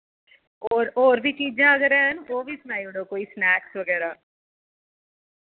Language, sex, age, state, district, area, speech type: Dogri, female, 30-45, Jammu and Kashmir, Jammu, urban, conversation